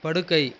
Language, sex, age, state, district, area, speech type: Tamil, male, 18-30, Tamil Nadu, Kallakurichi, rural, read